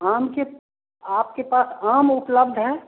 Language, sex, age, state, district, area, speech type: Hindi, male, 60+, Bihar, Samastipur, rural, conversation